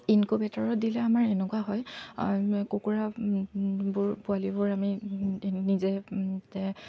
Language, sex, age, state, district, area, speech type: Assamese, female, 30-45, Assam, Charaideo, urban, spontaneous